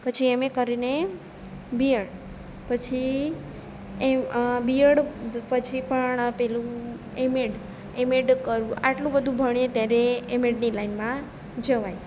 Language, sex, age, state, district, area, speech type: Gujarati, female, 30-45, Gujarat, Narmada, rural, spontaneous